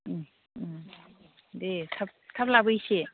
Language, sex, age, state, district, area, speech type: Bodo, female, 30-45, Assam, Baksa, rural, conversation